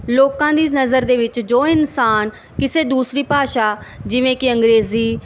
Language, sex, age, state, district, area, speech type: Punjabi, female, 30-45, Punjab, Barnala, urban, spontaneous